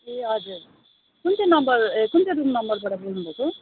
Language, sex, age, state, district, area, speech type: Nepali, female, 30-45, West Bengal, Darjeeling, rural, conversation